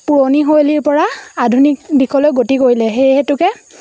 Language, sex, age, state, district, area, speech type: Assamese, female, 18-30, Assam, Lakhimpur, rural, spontaneous